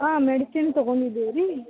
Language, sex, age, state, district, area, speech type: Kannada, female, 18-30, Karnataka, Dharwad, urban, conversation